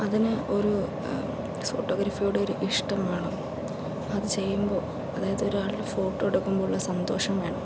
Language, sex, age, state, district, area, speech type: Malayalam, female, 30-45, Kerala, Palakkad, urban, spontaneous